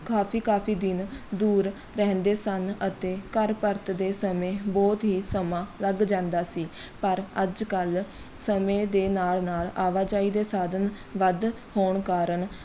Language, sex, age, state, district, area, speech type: Punjabi, female, 18-30, Punjab, Mohali, rural, spontaneous